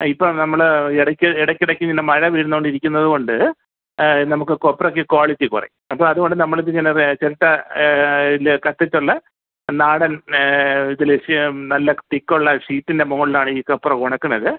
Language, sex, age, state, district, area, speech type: Malayalam, male, 45-60, Kerala, Thiruvananthapuram, urban, conversation